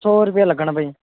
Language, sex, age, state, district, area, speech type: Punjabi, male, 18-30, Punjab, Shaheed Bhagat Singh Nagar, rural, conversation